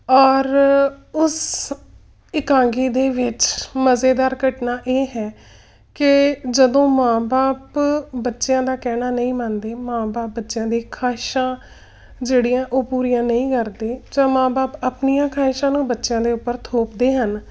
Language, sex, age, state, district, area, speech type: Punjabi, female, 45-60, Punjab, Tarn Taran, urban, spontaneous